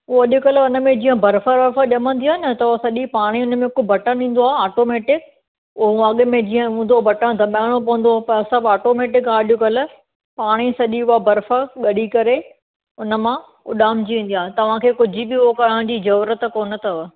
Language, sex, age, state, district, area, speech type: Sindhi, female, 30-45, Maharashtra, Thane, urban, conversation